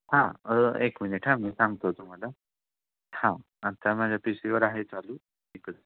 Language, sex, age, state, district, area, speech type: Marathi, male, 18-30, Maharashtra, Raigad, rural, conversation